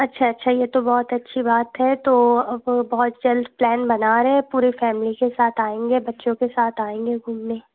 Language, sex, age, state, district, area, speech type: Hindi, female, 30-45, Madhya Pradesh, Gwalior, rural, conversation